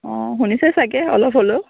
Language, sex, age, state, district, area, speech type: Assamese, female, 18-30, Assam, Sivasagar, rural, conversation